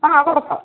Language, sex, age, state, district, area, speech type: Malayalam, female, 45-60, Kerala, Pathanamthitta, urban, conversation